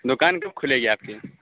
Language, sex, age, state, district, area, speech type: Urdu, male, 18-30, Bihar, Saharsa, rural, conversation